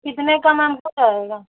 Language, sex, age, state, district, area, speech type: Hindi, female, 45-60, Uttar Pradesh, Hardoi, rural, conversation